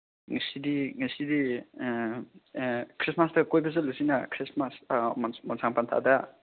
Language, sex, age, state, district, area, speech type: Manipuri, male, 18-30, Manipur, Chandel, rural, conversation